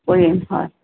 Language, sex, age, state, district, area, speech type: Assamese, female, 60+, Assam, Lakhimpur, urban, conversation